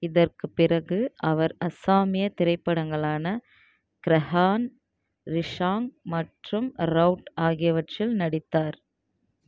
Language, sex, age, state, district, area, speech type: Tamil, female, 30-45, Tamil Nadu, Tiruvarur, rural, read